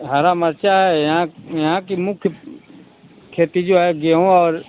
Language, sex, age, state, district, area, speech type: Hindi, male, 60+, Uttar Pradesh, Mau, urban, conversation